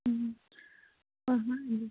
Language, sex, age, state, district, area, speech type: Manipuri, female, 30-45, Manipur, Kangpokpi, urban, conversation